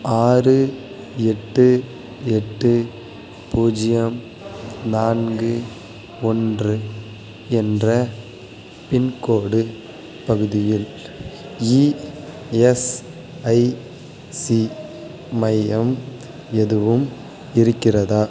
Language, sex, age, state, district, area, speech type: Tamil, male, 18-30, Tamil Nadu, Nagapattinam, rural, read